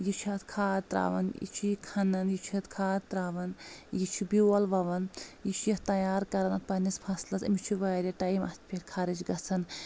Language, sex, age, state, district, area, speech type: Kashmiri, female, 30-45, Jammu and Kashmir, Anantnag, rural, spontaneous